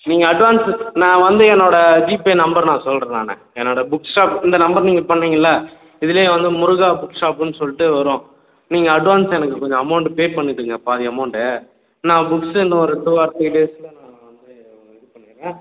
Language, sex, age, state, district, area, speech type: Tamil, male, 18-30, Tamil Nadu, Cuddalore, rural, conversation